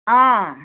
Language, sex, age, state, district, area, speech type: Assamese, female, 45-60, Assam, Jorhat, urban, conversation